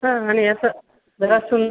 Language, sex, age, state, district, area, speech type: Marathi, female, 45-60, Maharashtra, Nashik, urban, conversation